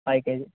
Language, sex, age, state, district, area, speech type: Telugu, male, 18-30, Telangana, Mancherial, rural, conversation